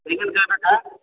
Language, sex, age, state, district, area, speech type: Kannada, male, 30-45, Karnataka, Bellary, rural, conversation